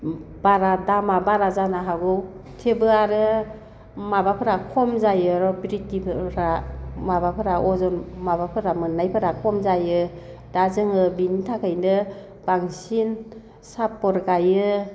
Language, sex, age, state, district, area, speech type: Bodo, female, 60+, Assam, Baksa, urban, spontaneous